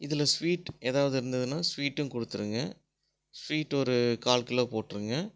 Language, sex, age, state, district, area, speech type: Tamil, male, 30-45, Tamil Nadu, Erode, rural, spontaneous